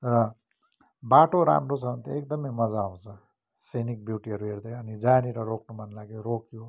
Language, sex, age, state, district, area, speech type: Nepali, male, 45-60, West Bengal, Kalimpong, rural, spontaneous